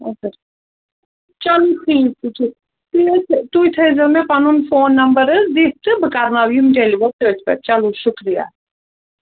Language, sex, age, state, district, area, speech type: Kashmiri, female, 45-60, Jammu and Kashmir, Srinagar, urban, conversation